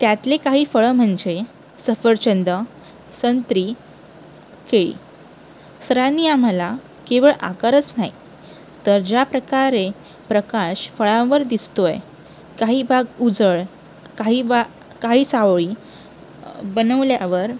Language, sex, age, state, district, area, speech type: Marathi, female, 18-30, Maharashtra, Sindhudurg, rural, spontaneous